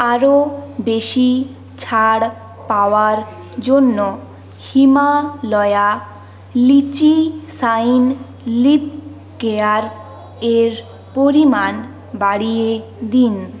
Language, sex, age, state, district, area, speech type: Bengali, female, 60+, West Bengal, Paschim Bardhaman, urban, read